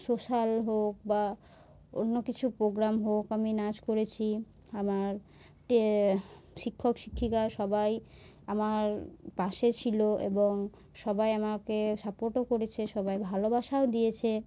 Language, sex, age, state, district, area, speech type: Bengali, female, 18-30, West Bengal, Murshidabad, urban, spontaneous